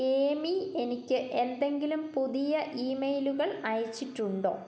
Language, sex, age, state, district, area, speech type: Malayalam, female, 30-45, Kerala, Kottayam, rural, read